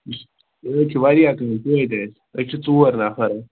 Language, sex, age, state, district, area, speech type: Kashmiri, male, 45-60, Jammu and Kashmir, Ganderbal, rural, conversation